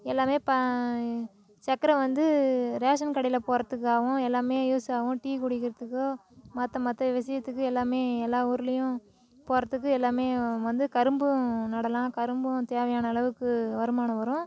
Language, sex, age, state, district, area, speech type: Tamil, female, 30-45, Tamil Nadu, Tiruvannamalai, rural, spontaneous